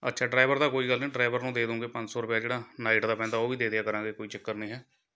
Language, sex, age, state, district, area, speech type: Punjabi, male, 30-45, Punjab, Shaheed Bhagat Singh Nagar, rural, spontaneous